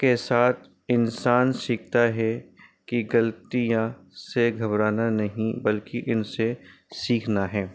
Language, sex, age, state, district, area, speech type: Urdu, male, 30-45, Delhi, North East Delhi, urban, spontaneous